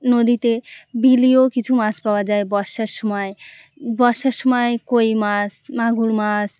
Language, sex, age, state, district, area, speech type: Bengali, female, 18-30, West Bengal, Birbhum, urban, spontaneous